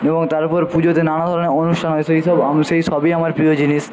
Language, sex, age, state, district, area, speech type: Bengali, male, 45-60, West Bengal, Paschim Medinipur, rural, spontaneous